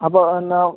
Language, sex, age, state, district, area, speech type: Malayalam, male, 45-60, Kerala, Palakkad, rural, conversation